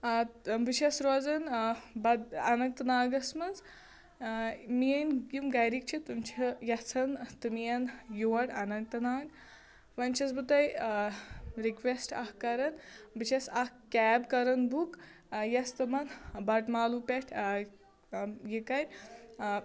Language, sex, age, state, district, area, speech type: Kashmiri, female, 30-45, Jammu and Kashmir, Shopian, rural, spontaneous